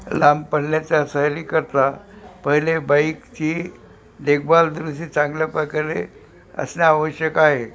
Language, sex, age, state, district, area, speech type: Marathi, male, 60+, Maharashtra, Nanded, rural, spontaneous